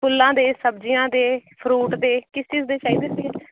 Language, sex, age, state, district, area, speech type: Punjabi, female, 30-45, Punjab, Bathinda, urban, conversation